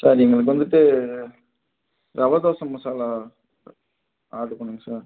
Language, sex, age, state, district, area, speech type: Tamil, male, 18-30, Tamil Nadu, Tiruchirappalli, rural, conversation